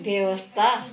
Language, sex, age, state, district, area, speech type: Nepali, female, 60+, West Bengal, Kalimpong, rural, read